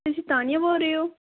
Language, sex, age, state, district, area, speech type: Punjabi, female, 18-30, Punjab, Gurdaspur, rural, conversation